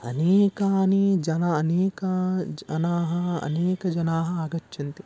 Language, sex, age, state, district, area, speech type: Sanskrit, male, 18-30, Karnataka, Vijayanagara, rural, spontaneous